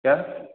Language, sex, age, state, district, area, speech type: Hindi, male, 18-30, Rajasthan, Jodhpur, urban, conversation